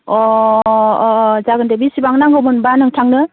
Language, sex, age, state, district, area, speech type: Bodo, female, 45-60, Assam, Udalguri, urban, conversation